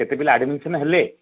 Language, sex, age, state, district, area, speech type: Odia, male, 45-60, Odisha, Koraput, rural, conversation